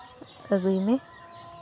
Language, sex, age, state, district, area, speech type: Santali, female, 18-30, West Bengal, Malda, rural, spontaneous